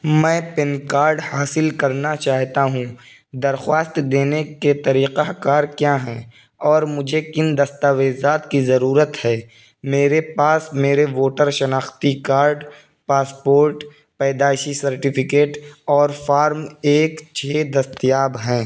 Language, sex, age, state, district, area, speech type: Urdu, male, 18-30, Uttar Pradesh, Balrampur, rural, read